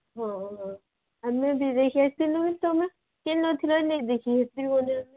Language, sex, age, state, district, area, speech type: Odia, female, 18-30, Odisha, Nuapada, urban, conversation